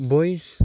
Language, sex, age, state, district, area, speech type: Bodo, male, 30-45, Assam, Chirang, urban, spontaneous